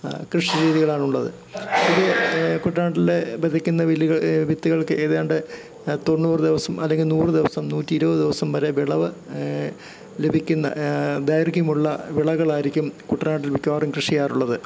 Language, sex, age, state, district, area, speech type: Malayalam, male, 60+, Kerala, Kottayam, urban, spontaneous